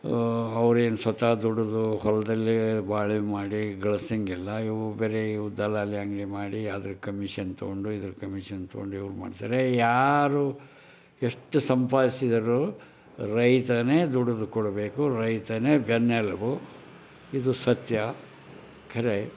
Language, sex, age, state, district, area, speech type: Kannada, male, 60+, Karnataka, Koppal, rural, spontaneous